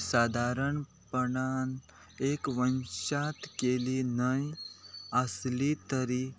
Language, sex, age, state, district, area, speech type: Goan Konkani, male, 30-45, Goa, Quepem, rural, read